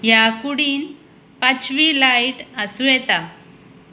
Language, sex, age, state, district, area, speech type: Goan Konkani, female, 30-45, Goa, Tiswadi, rural, read